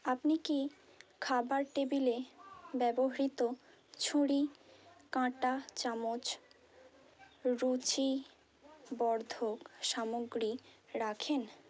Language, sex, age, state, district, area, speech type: Bengali, female, 18-30, West Bengal, Hooghly, urban, read